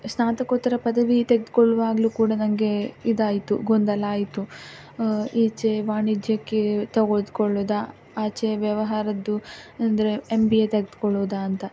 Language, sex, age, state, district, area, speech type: Kannada, female, 18-30, Karnataka, Dakshina Kannada, rural, spontaneous